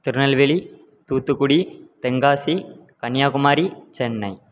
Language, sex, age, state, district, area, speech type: Tamil, male, 18-30, Tamil Nadu, Tirunelveli, rural, spontaneous